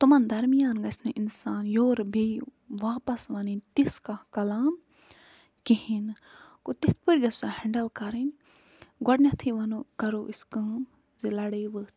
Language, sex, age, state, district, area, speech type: Kashmiri, female, 45-60, Jammu and Kashmir, Budgam, rural, spontaneous